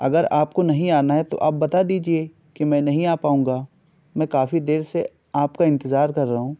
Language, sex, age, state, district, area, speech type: Urdu, male, 18-30, Uttar Pradesh, Balrampur, rural, spontaneous